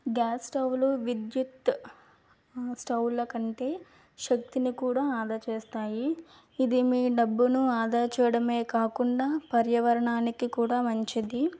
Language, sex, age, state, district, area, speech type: Telugu, female, 30-45, Andhra Pradesh, Eluru, rural, spontaneous